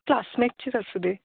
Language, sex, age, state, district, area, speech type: Marathi, female, 30-45, Maharashtra, Kolhapur, rural, conversation